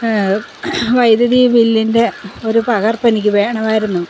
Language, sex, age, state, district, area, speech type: Malayalam, female, 45-60, Kerala, Pathanamthitta, rural, spontaneous